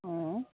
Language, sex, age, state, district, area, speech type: Assamese, female, 30-45, Assam, Sivasagar, rural, conversation